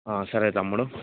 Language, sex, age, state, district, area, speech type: Telugu, male, 18-30, Telangana, Mancherial, rural, conversation